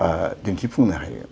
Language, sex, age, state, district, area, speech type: Bodo, male, 60+, Assam, Udalguri, urban, spontaneous